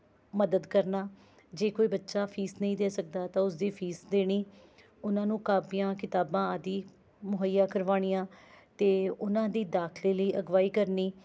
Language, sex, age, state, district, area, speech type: Punjabi, female, 30-45, Punjab, Rupnagar, urban, spontaneous